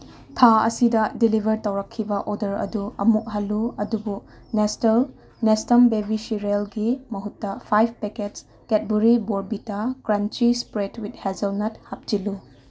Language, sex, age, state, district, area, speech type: Manipuri, female, 30-45, Manipur, Chandel, rural, read